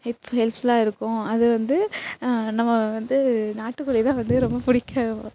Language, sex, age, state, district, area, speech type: Tamil, female, 18-30, Tamil Nadu, Thanjavur, urban, spontaneous